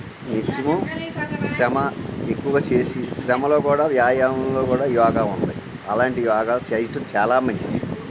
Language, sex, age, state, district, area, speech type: Telugu, male, 60+, Andhra Pradesh, Eluru, rural, spontaneous